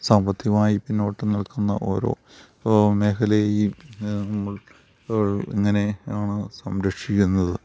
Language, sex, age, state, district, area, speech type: Malayalam, male, 60+, Kerala, Thiruvananthapuram, rural, spontaneous